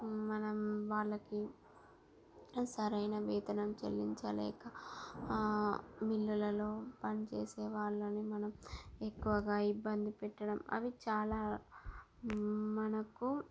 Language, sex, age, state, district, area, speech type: Telugu, female, 18-30, Andhra Pradesh, Srikakulam, urban, spontaneous